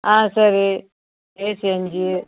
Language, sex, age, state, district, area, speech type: Tamil, female, 60+, Tamil Nadu, Viluppuram, rural, conversation